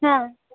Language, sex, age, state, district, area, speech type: Kannada, female, 18-30, Karnataka, Gadag, rural, conversation